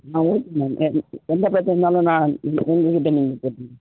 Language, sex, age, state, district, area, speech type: Tamil, male, 18-30, Tamil Nadu, Cuddalore, rural, conversation